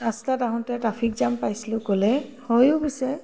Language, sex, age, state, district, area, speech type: Assamese, female, 60+, Assam, Tinsukia, rural, spontaneous